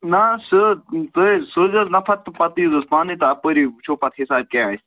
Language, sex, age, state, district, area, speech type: Kashmiri, male, 30-45, Jammu and Kashmir, Bandipora, rural, conversation